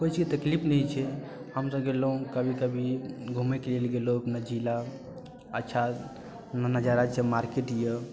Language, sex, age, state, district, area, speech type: Maithili, male, 18-30, Bihar, Darbhanga, rural, spontaneous